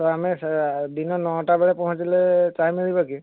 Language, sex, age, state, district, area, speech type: Odia, male, 30-45, Odisha, Balasore, rural, conversation